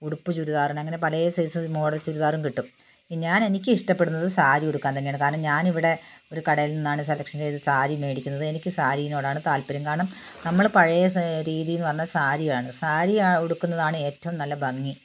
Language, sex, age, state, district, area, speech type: Malayalam, female, 60+, Kerala, Wayanad, rural, spontaneous